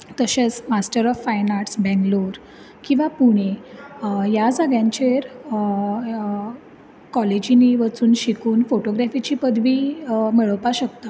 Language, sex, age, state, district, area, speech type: Goan Konkani, female, 18-30, Goa, Bardez, urban, spontaneous